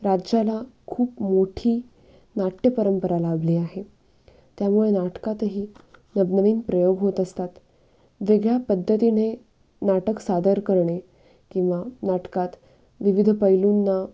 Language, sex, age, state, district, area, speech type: Marathi, female, 18-30, Maharashtra, Nashik, urban, spontaneous